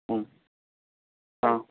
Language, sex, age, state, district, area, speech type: Tamil, male, 18-30, Tamil Nadu, Ranipet, rural, conversation